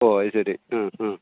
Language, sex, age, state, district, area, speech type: Malayalam, male, 45-60, Kerala, Thiruvananthapuram, rural, conversation